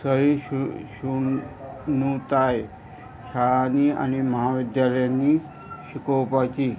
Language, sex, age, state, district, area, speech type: Goan Konkani, male, 45-60, Goa, Murmgao, rural, spontaneous